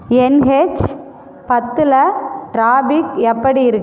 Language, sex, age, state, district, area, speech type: Tamil, female, 45-60, Tamil Nadu, Cuddalore, rural, read